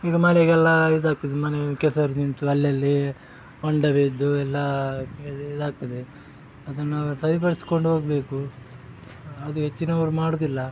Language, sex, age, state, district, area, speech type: Kannada, male, 30-45, Karnataka, Udupi, rural, spontaneous